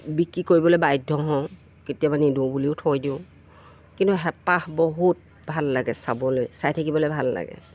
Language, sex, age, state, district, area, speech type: Assamese, female, 45-60, Assam, Dibrugarh, rural, spontaneous